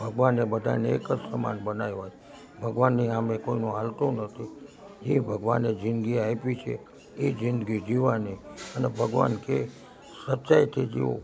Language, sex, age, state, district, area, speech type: Gujarati, male, 60+, Gujarat, Rajkot, urban, spontaneous